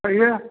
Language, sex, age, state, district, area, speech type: Hindi, male, 60+, Bihar, Samastipur, rural, conversation